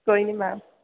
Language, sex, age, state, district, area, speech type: Dogri, female, 18-30, Jammu and Kashmir, Udhampur, rural, conversation